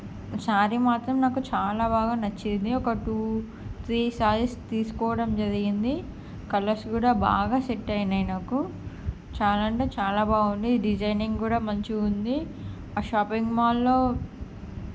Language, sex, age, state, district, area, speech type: Telugu, female, 30-45, Andhra Pradesh, Srikakulam, urban, spontaneous